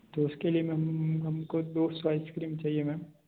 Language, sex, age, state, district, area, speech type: Hindi, male, 30-45, Rajasthan, Jodhpur, urban, conversation